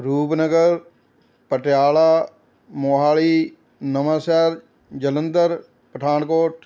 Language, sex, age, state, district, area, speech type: Punjabi, male, 60+, Punjab, Rupnagar, rural, spontaneous